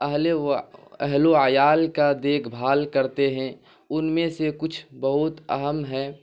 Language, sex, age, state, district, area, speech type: Urdu, male, 18-30, Bihar, Purnia, rural, spontaneous